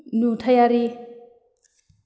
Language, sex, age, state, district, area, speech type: Bodo, female, 30-45, Assam, Chirang, rural, read